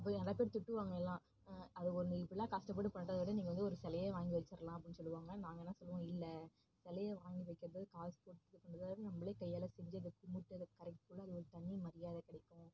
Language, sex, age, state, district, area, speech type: Tamil, female, 18-30, Tamil Nadu, Kallakurichi, rural, spontaneous